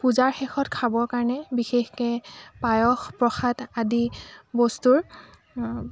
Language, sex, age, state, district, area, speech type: Assamese, female, 30-45, Assam, Dibrugarh, rural, spontaneous